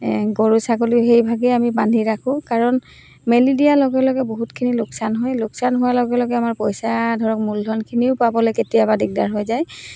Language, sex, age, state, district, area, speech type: Assamese, female, 30-45, Assam, Charaideo, rural, spontaneous